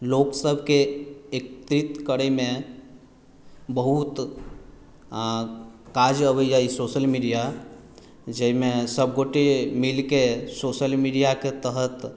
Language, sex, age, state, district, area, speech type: Maithili, male, 18-30, Bihar, Madhubani, rural, spontaneous